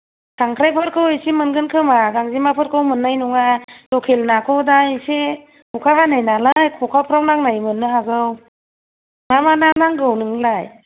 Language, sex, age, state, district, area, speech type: Bodo, female, 45-60, Assam, Kokrajhar, rural, conversation